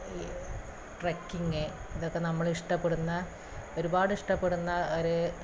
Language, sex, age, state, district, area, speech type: Malayalam, female, 30-45, Kerala, Malappuram, rural, spontaneous